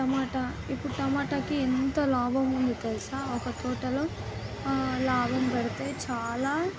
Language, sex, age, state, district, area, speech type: Telugu, female, 30-45, Telangana, Vikarabad, rural, spontaneous